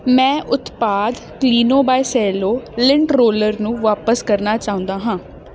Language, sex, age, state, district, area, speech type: Punjabi, female, 18-30, Punjab, Ludhiana, urban, read